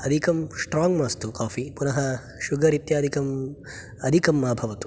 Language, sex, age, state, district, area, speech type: Sanskrit, male, 30-45, Karnataka, Udupi, urban, spontaneous